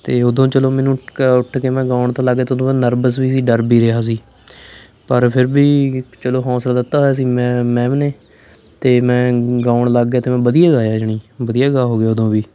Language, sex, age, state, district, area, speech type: Punjabi, male, 18-30, Punjab, Fatehgarh Sahib, urban, spontaneous